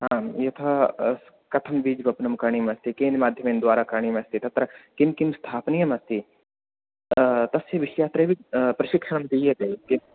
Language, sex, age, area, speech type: Sanskrit, male, 18-30, rural, conversation